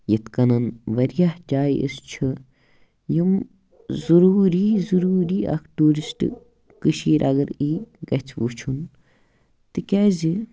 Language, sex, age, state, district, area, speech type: Kashmiri, male, 45-60, Jammu and Kashmir, Baramulla, rural, spontaneous